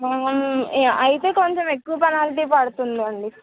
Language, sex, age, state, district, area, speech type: Telugu, female, 18-30, Telangana, Ranga Reddy, rural, conversation